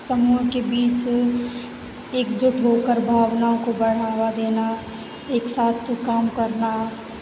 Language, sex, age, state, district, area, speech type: Hindi, female, 18-30, Madhya Pradesh, Hoshangabad, rural, spontaneous